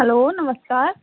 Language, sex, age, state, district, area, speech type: Hindi, female, 30-45, Uttar Pradesh, Sitapur, rural, conversation